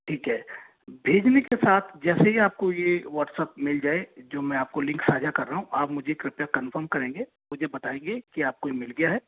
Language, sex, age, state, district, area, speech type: Hindi, male, 30-45, Rajasthan, Jaipur, urban, conversation